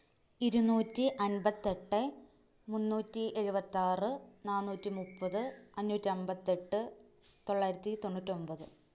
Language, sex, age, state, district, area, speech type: Malayalam, female, 18-30, Kerala, Ernakulam, rural, spontaneous